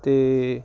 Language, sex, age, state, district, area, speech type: Punjabi, male, 30-45, Punjab, Hoshiarpur, rural, spontaneous